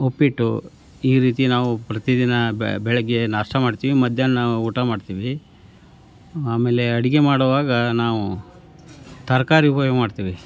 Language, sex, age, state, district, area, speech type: Kannada, male, 60+, Karnataka, Koppal, rural, spontaneous